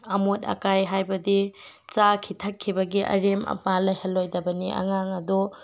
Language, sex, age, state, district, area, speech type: Manipuri, female, 18-30, Manipur, Tengnoupal, rural, spontaneous